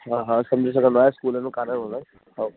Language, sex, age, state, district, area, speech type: Sindhi, male, 18-30, Delhi, South Delhi, urban, conversation